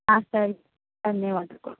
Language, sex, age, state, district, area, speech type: Kannada, female, 18-30, Karnataka, Shimoga, rural, conversation